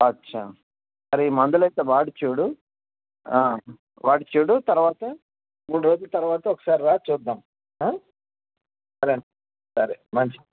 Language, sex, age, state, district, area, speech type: Telugu, male, 60+, Telangana, Hyderabad, rural, conversation